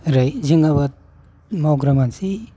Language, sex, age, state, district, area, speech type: Bodo, male, 45-60, Assam, Baksa, rural, spontaneous